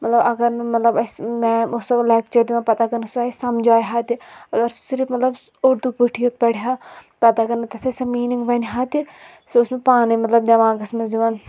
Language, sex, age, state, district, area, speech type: Kashmiri, female, 30-45, Jammu and Kashmir, Shopian, rural, spontaneous